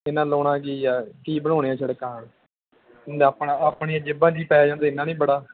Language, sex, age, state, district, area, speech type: Punjabi, male, 18-30, Punjab, Gurdaspur, urban, conversation